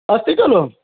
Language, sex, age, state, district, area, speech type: Sanskrit, male, 45-60, Karnataka, Vijayapura, urban, conversation